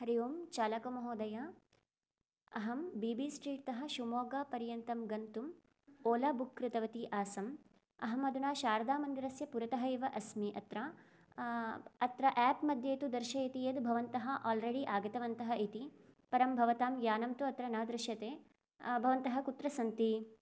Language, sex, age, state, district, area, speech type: Sanskrit, female, 18-30, Karnataka, Chikkamagaluru, rural, spontaneous